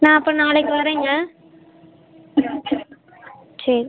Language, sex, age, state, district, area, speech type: Tamil, male, 18-30, Tamil Nadu, Tiruchirappalli, rural, conversation